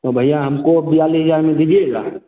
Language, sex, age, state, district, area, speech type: Hindi, male, 18-30, Bihar, Begusarai, rural, conversation